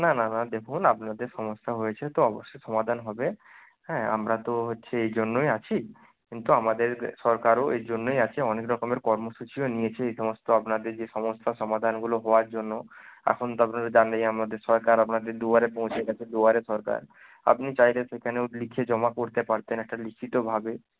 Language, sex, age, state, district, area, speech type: Bengali, male, 30-45, West Bengal, Purba Medinipur, rural, conversation